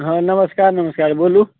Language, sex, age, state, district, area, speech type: Maithili, male, 18-30, Bihar, Samastipur, urban, conversation